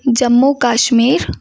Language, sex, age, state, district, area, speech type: Kannada, female, 18-30, Karnataka, Chikkamagaluru, rural, spontaneous